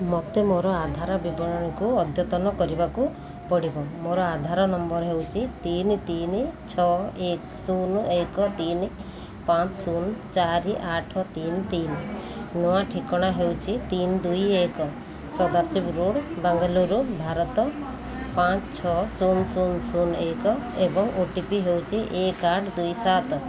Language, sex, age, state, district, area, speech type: Odia, female, 30-45, Odisha, Sundergarh, urban, read